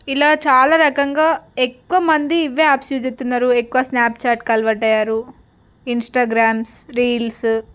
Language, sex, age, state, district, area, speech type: Telugu, female, 18-30, Telangana, Narayanpet, rural, spontaneous